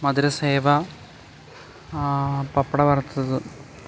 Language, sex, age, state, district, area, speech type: Malayalam, male, 30-45, Kerala, Alappuzha, rural, spontaneous